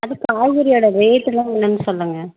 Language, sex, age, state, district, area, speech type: Tamil, female, 18-30, Tamil Nadu, Namakkal, urban, conversation